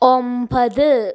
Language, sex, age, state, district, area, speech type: Malayalam, female, 18-30, Kerala, Wayanad, rural, read